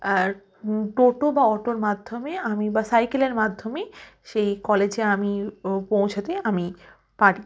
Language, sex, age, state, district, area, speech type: Bengali, female, 18-30, West Bengal, Malda, rural, spontaneous